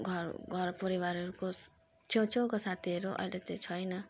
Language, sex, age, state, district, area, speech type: Nepali, female, 30-45, West Bengal, Jalpaiguri, urban, spontaneous